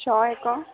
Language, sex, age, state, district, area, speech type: Odia, female, 18-30, Odisha, Sambalpur, rural, conversation